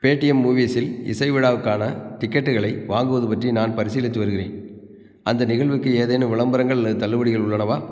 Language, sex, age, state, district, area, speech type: Tamil, male, 60+, Tamil Nadu, Theni, rural, read